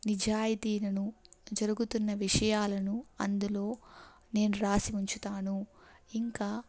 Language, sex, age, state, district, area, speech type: Telugu, female, 18-30, Andhra Pradesh, Kadapa, rural, spontaneous